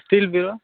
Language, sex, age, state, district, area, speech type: Tamil, male, 30-45, Tamil Nadu, Nagapattinam, rural, conversation